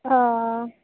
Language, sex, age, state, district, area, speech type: Assamese, female, 30-45, Assam, Barpeta, rural, conversation